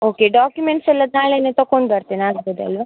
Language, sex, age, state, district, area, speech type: Kannada, female, 18-30, Karnataka, Dakshina Kannada, rural, conversation